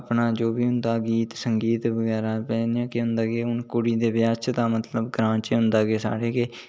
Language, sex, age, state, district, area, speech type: Dogri, male, 18-30, Jammu and Kashmir, Udhampur, rural, spontaneous